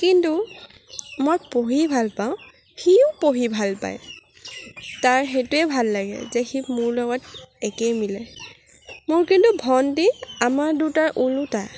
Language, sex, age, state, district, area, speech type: Assamese, female, 30-45, Assam, Lakhimpur, rural, spontaneous